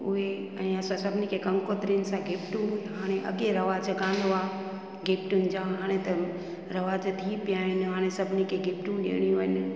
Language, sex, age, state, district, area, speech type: Sindhi, female, 45-60, Gujarat, Junagadh, urban, spontaneous